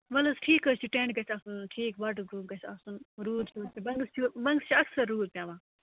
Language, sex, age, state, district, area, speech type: Kashmiri, female, 30-45, Jammu and Kashmir, Kupwara, rural, conversation